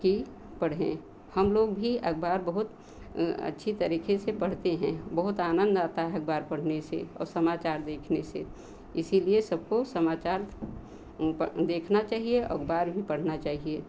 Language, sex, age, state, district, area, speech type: Hindi, female, 60+, Uttar Pradesh, Lucknow, rural, spontaneous